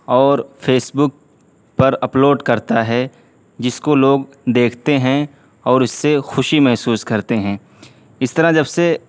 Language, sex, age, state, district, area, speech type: Urdu, male, 18-30, Uttar Pradesh, Siddharthnagar, rural, spontaneous